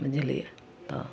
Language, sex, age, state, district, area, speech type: Maithili, female, 30-45, Bihar, Samastipur, rural, spontaneous